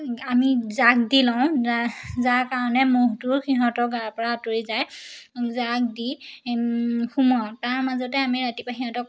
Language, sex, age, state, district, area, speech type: Assamese, female, 18-30, Assam, Majuli, urban, spontaneous